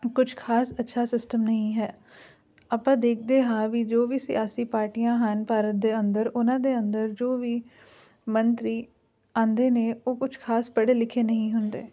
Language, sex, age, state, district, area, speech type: Punjabi, female, 18-30, Punjab, Fatehgarh Sahib, urban, spontaneous